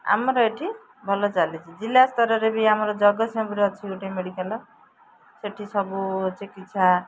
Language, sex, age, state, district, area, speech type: Odia, female, 45-60, Odisha, Jagatsinghpur, rural, spontaneous